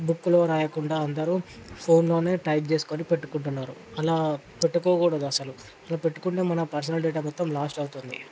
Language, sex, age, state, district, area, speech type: Telugu, male, 18-30, Telangana, Ranga Reddy, urban, spontaneous